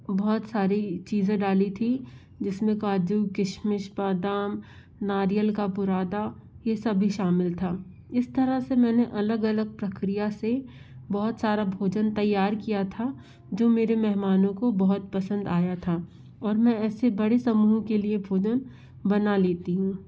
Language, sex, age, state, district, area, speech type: Hindi, female, 60+, Madhya Pradesh, Bhopal, urban, spontaneous